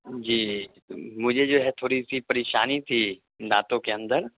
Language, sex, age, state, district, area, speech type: Urdu, male, 30-45, Delhi, Central Delhi, urban, conversation